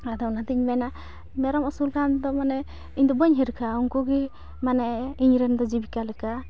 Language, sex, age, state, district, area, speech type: Santali, female, 18-30, West Bengal, Uttar Dinajpur, rural, spontaneous